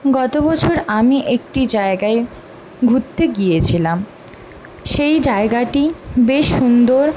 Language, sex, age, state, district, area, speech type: Bengali, female, 18-30, West Bengal, Purulia, urban, spontaneous